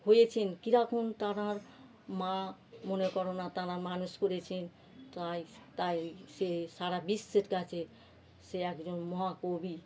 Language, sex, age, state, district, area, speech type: Bengali, female, 60+, West Bengal, North 24 Parganas, urban, spontaneous